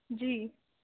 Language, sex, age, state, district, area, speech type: Urdu, female, 18-30, Delhi, Central Delhi, rural, conversation